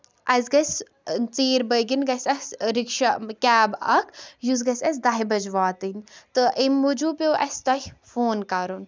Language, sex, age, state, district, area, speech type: Kashmiri, female, 30-45, Jammu and Kashmir, Kupwara, rural, spontaneous